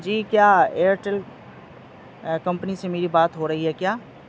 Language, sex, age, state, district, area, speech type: Urdu, male, 30-45, Bihar, Madhubani, rural, spontaneous